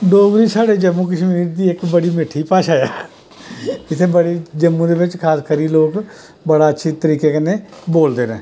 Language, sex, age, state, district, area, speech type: Dogri, male, 45-60, Jammu and Kashmir, Samba, rural, spontaneous